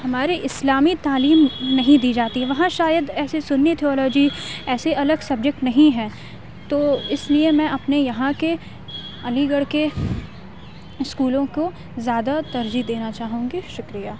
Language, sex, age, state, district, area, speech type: Urdu, female, 18-30, Uttar Pradesh, Aligarh, urban, spontaneous